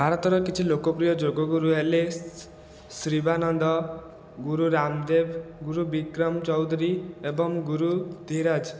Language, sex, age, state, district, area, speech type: Odia, male, 18-30, Odisha, Khordha, rural, spontaneous